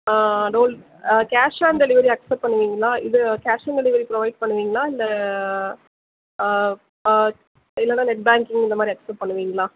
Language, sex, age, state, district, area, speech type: Tamil, female, 30-45, Tamil Nadu, Sivaganga, rural, conversation